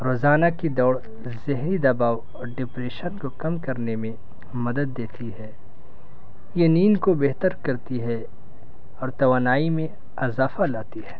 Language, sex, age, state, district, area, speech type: Urdu, male, 18-30, Bihar, Gaya, urban, spontaneous